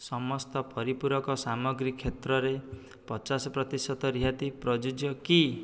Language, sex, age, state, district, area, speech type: Odia, male, 18-30, Odisha, Dhenkanal, rural, read